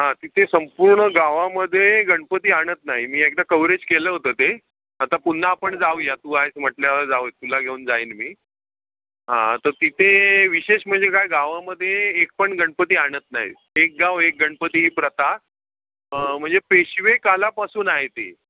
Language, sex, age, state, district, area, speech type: Marathi, male, 45-60, Maharashtra, Ratnagiri, urban, conversation